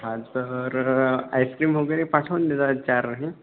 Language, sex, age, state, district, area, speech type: Marathi, male, 18-30, Maharashtra, Akola, rural, conversation